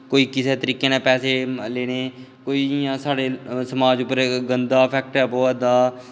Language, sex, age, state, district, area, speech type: Dogri, male, 18-30, Jammu and Kashmir, Kathua, rural, spontaneous